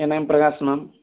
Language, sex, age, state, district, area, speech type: Tamil, male, 18-30, Tamil Nadu, Virudhunagar, rural, conversation